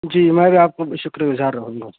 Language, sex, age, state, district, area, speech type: Urdu, male, 60+, Maharashtra, Nashik, urban, conversation